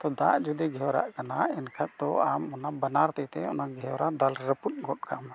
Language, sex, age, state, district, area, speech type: Santali, male, 60+, Odisha, Mayurbhanj, rural, spontaneous